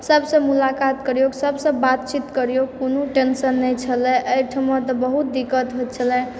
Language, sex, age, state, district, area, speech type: Maithili, male, 30-45, Bihar, Supaul, rural, spontaneous